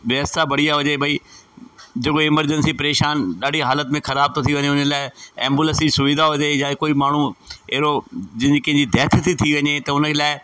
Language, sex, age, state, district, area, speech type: Sindhi, male, 45-60, Delhi, South Delhi, urban, spontaneous